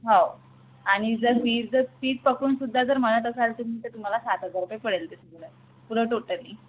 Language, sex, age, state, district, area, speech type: Marathi, female, 30-45, Maharashtra, Wardha, rural, conversation